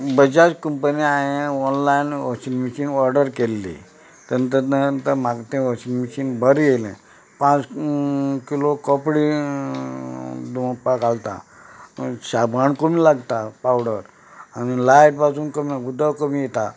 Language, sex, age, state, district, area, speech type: Goan Konkani, male, 45-60, Goa, Canacona, rural, spontaneous